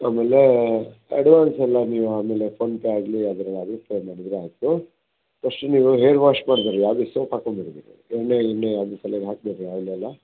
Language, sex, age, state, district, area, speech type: Kannada, male, 60+, Karnataka, Shimoga, rural, conversation